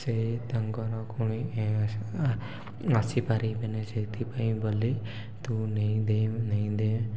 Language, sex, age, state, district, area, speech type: Odia, male, 18-30, Odisha, Koraput, urban, spontaneous